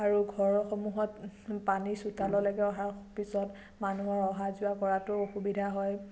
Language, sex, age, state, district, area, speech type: Assamese, female, 18-30, Assam, Biswanath, rural, spontaneous